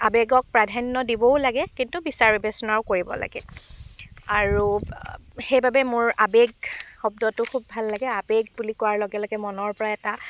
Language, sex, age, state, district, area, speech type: Assamese, female, 18-30, Assam, Dibrugarh, rural, spontaneous